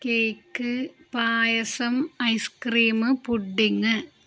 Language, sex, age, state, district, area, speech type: Malayalam, female, 30-45, Kerala, Palakkad, rural, spontaneous